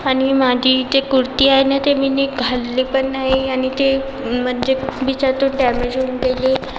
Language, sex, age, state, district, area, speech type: Marathi, female, 18-30, Maharashtra, Nagpur, urban, spontaneous